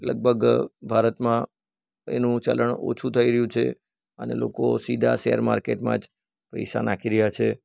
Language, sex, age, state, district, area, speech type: Gujarati, male, 45-60, Gujarat, Surat, rural, spontaneous